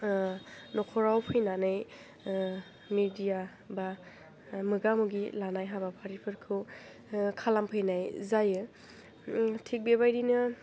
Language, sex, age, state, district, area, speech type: Bodo, female, 18-30, Assam, Udalguri, rural, spontaneous